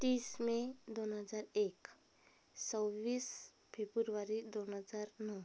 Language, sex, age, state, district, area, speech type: Marathi, female, 18-30, Maharashtra, Amravati, urban, spontaneous